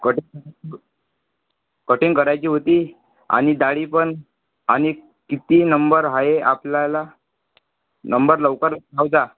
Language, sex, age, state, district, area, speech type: Marathi, male, 18-30, Maharashtra, Amravati, rural, conversation